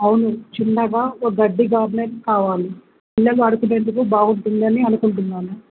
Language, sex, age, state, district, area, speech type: Telugu, male, 18-30, Telangana, Jangaon, rural, conversation